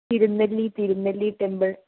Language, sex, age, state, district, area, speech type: Malayalam, female, 18-30, Kerala, Wayanad, rural, conversation